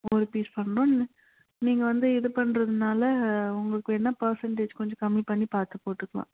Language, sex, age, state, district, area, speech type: Tamil, female, 45-60, Tamil Nadu, Krishnagiri, rural, conversation